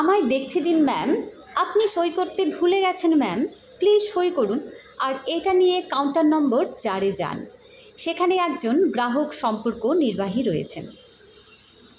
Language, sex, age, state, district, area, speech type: Bengali, female, 18-30, West Bengal, Hooghly, urban, read